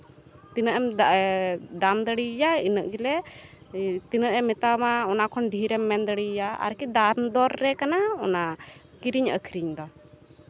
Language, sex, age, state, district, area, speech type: Santali, female, 18-30, West Bengal, Uttar Dinajpur, rural, spontaneous